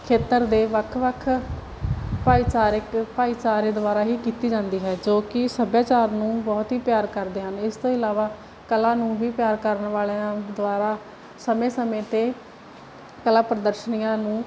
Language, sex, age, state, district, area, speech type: Punjabi, female, 18-30, Punjab, Barnala, rural, spontaneous